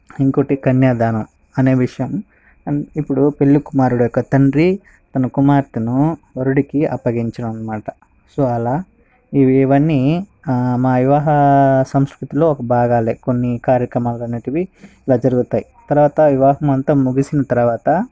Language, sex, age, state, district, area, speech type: Telugu, male, 18-30, Andhra Pradesh, Sri Balaji, rural, spontaneous